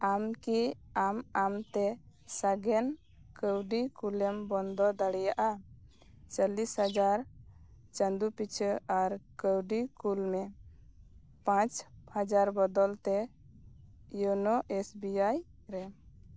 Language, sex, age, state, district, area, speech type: Santali, female, 18-30, West Bengal, Birbhum, rural, read